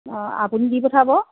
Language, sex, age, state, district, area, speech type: Assamese, female, 30-45, Assam, Jorhat, urban, conversation